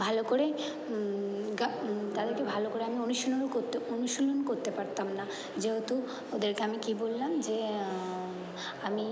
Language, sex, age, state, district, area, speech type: Bengali, female, 45-60, West Bengal, Purba Bardhaman, urban, spontaneous